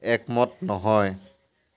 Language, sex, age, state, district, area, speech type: Assamese, male, 45-60, Assam, Charaideo, rural, read